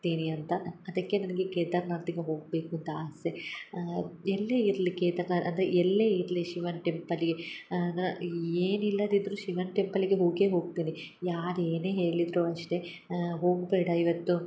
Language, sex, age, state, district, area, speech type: Kannada, female, 18-30, Karnataka, Hassan, urban, spontaneous